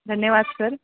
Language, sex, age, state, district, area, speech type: Marathi, female, 18-30, Maharashtra, Jalna, urban, conversation